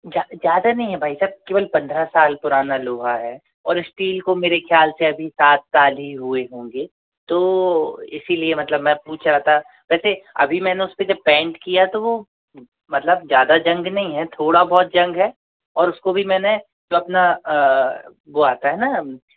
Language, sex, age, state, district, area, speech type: Hindi, male, 45-60, Madhya Pradesh, Bhopal, urban, conversation